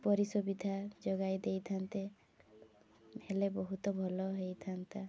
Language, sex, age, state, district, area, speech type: Odia, female, 18-30, Odisha, Mayurbhanj, rural, spontaneous